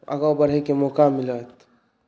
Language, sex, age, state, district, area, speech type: Maithili, male, 18-30, Bihar, Saharsa, urban, spontaneous